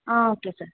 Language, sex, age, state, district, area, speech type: Kannada, female, 18-30, Karnataka, Hassan, rural, conversation